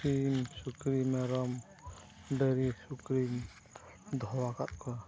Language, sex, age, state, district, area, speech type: Santali, male, 45-60, Odisha, Mayurbhanj, rural, spontaneous